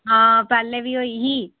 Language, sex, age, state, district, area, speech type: Dogri, female, 18-30, Jammu and Kashmir, Udhampur, rural, conversation